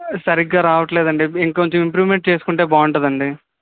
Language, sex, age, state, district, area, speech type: Telugu, male, 18-30, Andhra Pradesh, N T Rama Rao, urban, conversation